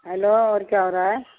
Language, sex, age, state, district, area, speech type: Urdu, female, 30-45, Uttar Pradesh, Ghaziabad, rural, conversation